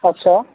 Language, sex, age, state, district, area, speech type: Sindhi, male, 18-30, Rajasthan, Ajmer, urban, conversation